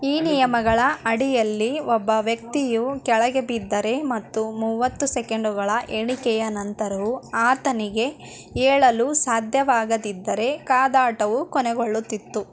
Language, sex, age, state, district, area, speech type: Kannada, female, 18-30, Karnataka, Bidar, urban, read